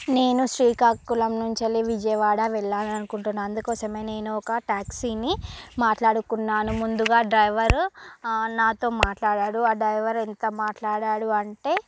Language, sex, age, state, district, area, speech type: Telugu, female, 45-60, Andhra Pradesh, Srikakulam, rural, spontaneous